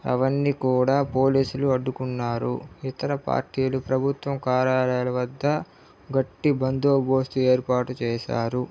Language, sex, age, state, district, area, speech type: Telugu, male, 30-45, Andhra Pradesh, Chittoor, urban, spontaneous